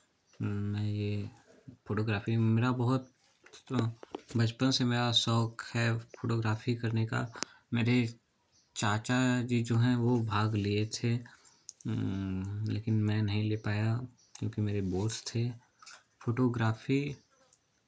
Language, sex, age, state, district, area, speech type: Hindi, male, 18-30, Uttar Pradesh, Chandauli, urban, spontaneous